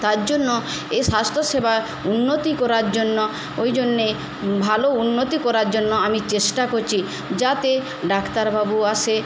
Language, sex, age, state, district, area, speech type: Bengali, female, 45-60, West Bengal, Paschim Medinipur, rural, spontaneous